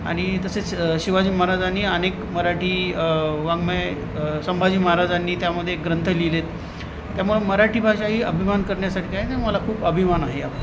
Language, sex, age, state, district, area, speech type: Marathi, male, 30-45, Maharashtra, Nanded, rural, spontaneous